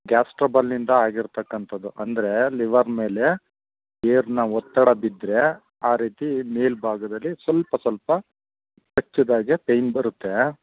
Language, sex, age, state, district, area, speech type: Kannada, male, 30-45, Karnataka, Mandya, rural, conversation